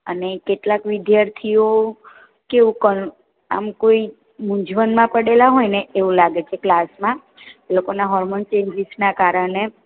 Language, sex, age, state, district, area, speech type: Gujarati, female, 30-45, Gujarat, Surat, rural, conversation